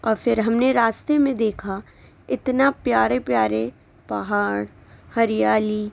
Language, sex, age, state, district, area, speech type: Urdu, female, 18-30, Delhi, Central Delhi, urban, spontaneous